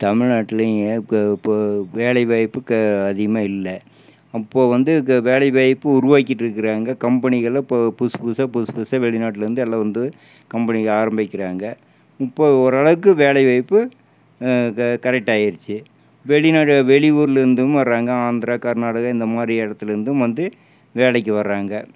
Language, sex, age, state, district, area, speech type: Tamil, male, 60+, Tamil Nadu, Erode, urban, spontaneous